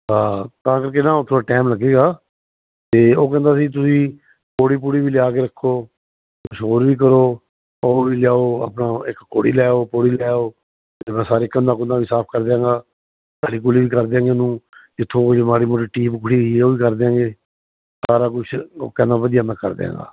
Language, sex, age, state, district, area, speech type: Punjabi, male, 60+, Punjab, Fazilka, rural, conversation